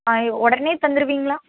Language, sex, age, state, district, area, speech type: Tamil, female, 18-30, Tamil Nadu, Tirunelveli, rural, conversation